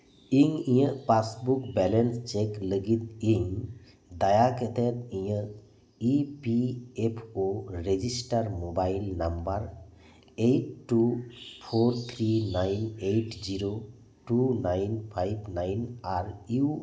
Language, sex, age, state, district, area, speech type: Santali, male, 45-60, West Bengal, Birbhum, rural, read